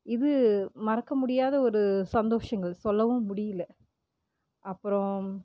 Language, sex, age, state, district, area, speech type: Tamil, female, 30-45, Tamil Nadu, Erode, rural, spontaneous